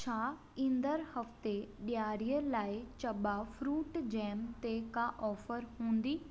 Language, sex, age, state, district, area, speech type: Sindhi, female, 18-30, Maharashtra, Thane, urban, read